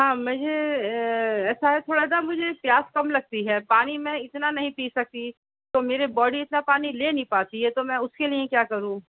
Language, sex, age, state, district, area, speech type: Urdu, female, 45-60, Uttar Pradesh, Rampur, urban, conversation